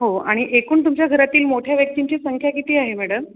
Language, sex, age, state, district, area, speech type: Marathi, female, 18-30, Maharashtra, Buldhana, rural, conversation